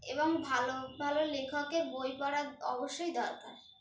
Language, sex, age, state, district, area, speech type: Bengali, female, 18-30, West Bengal, Dakshin Dinajpur, urban, spontaneous